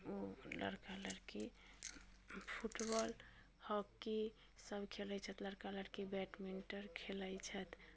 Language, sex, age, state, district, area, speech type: Maithili, female, 18-30, Bihar, Muzaffarpur, rural, spontaneous